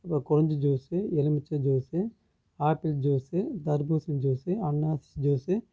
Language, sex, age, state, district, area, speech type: Tamil, male, 30-45, Tamil Nadu, Namakkal, rural, spontaneous